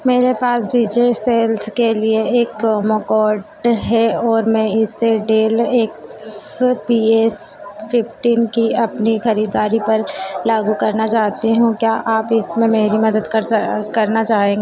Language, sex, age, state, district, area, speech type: Hindi, female, 18-30, Madhya Pradesh, Harda, urban, read